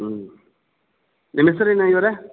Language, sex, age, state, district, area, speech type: Kannada, male, 45-60, Karnataka, Dakshina Kannada, rural, conversation